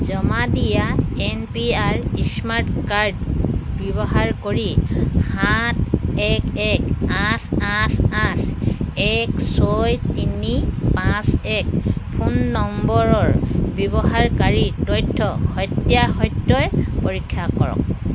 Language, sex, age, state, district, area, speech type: Assamese, female, 60+, Assam, Dibrugarh, rural, read